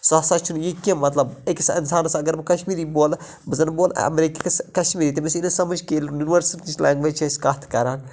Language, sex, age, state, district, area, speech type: Kashmiri, male, 30-45, Jammu and Kashmir, Budgam, rural, spontaneous